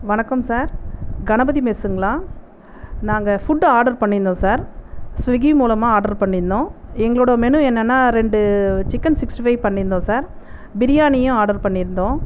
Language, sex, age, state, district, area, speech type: Tamil, female, 45-60, Tamil Nadu, Viluppuram, urban, spontaneous